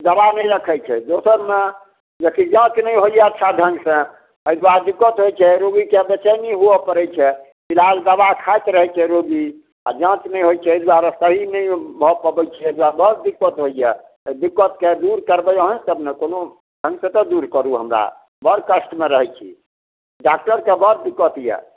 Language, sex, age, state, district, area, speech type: Maithili, male, 60+, Bihar, Samastipur, rural, conversation